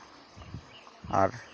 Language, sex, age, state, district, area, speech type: Santali, male, 45-60, West Bengal, Uttar Dinajpur, rural, spontaneous